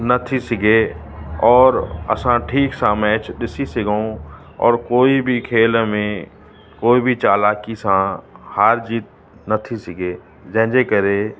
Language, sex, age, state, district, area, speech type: Sindhi, male, 45-60, Uttar Pradesh, Lucknow, urban, spontaneous